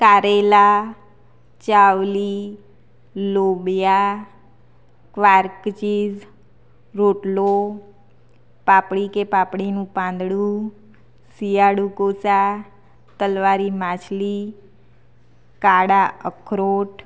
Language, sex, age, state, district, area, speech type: Gujarati, female, 30-45, Gujarat, Anand, rural, spontaneous